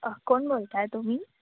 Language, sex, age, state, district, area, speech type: Marathi, female, 18-30, Maharashtra, Mumbai Suburban, urban, conversation